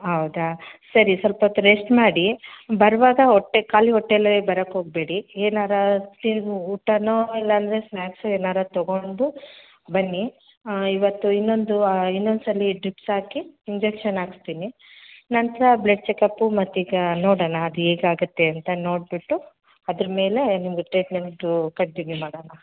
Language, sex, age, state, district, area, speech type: Kannada, female, 45-60, Karnataka, Mandya, rural, conversation